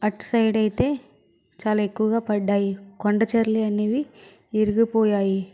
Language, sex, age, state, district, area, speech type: Telugu, female, 60+, Andhra Pradesh, Vizianagaram, rural, spontaneous